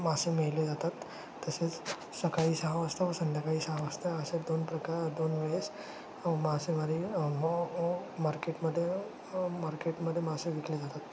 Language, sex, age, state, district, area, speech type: Marathi, male, 18-30, Maharashtra, Ratnagiri, urban, spontaneous